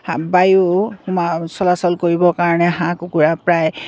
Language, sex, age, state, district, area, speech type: Assamese, female, 60+, Assam, Dibrugarh, rural, spontaneous